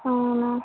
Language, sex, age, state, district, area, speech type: Telugu, female, 18-30, Telangana, Komaram Bheem, urban, conversation